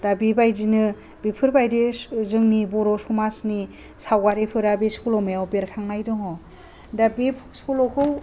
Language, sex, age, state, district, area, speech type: Bodo, female, 30-45, Assam, Kokrajhar, rural, spontaneous